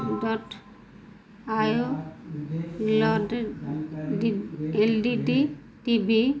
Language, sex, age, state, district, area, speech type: Hindi, female, 45-60, Madhya Pradesh, Chhindwara, rural, read